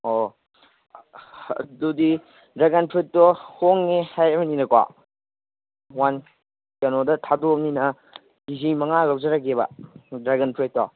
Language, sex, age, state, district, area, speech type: Manipuri, male, 18-30, Manipur, Kangpokpi, urban, conversation